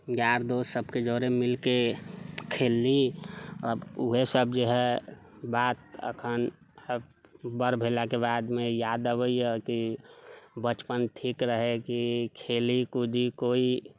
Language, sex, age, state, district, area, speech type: Maithili, male, 30-45, Bihar, Sitamarhi, urban, spontaneous